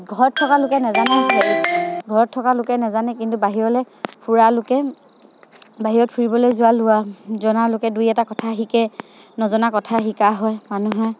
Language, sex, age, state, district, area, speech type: Assamese, female, 45-60, Assam, Dibrugarh, rural, spontaneous